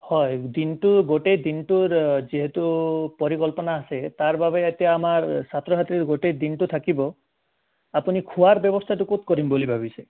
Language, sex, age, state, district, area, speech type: Assamese, male, 30-45, Assam, Sonitpur, rural, conversation